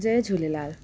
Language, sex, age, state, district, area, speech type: Sindhi, female, 30-45, Gujarat, Surat, urban, spontaneous